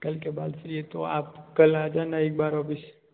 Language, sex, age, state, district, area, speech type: Hindi, male, 30-45, Rajasthan, Jodhpur, urban, conversation